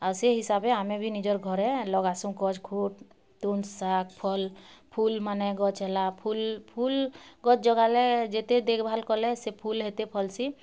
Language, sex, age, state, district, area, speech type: Odia, female, 30-45, Odisha, Bargarh, urban, spontaneous